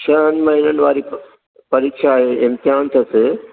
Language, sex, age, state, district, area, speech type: Sindhi, male, 60+, Madhya Pradesh, Katni, rural, conversation